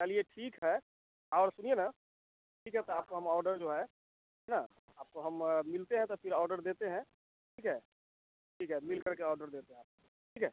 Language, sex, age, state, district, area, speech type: Hindi, male, 30-45, Bihar, Vaishali, rural, conversation